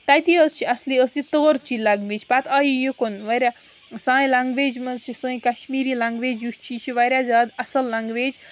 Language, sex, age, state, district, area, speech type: Kashmiri, female, 18-30, Jammu and Kashmir, Baramulla, rural, spontaneous